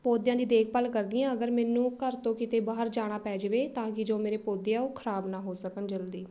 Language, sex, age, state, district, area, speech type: Punjabi, female, 18-30, Punjab, Shaheed Bhagat Singh Nagar, urban, spontaneous